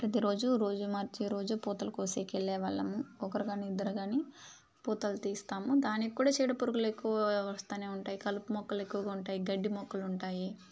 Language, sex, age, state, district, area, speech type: Telugu, female, 18-30, Andhra Pradesh, Sri Balaji, urban, spontaneous